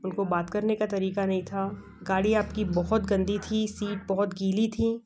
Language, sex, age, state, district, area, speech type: Hindi, female, 45-60, Madhya Pradesh, Gwalior, urban, spontaneous